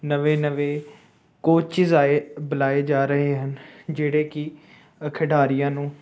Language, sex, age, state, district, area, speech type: Punjabi, male, 18-30, Punjab, Ludhiana, urban, spontaneous